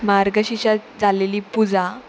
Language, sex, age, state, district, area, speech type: Goan Konkani, female, 18-30, Goa, Murmgao, urban, spontaneous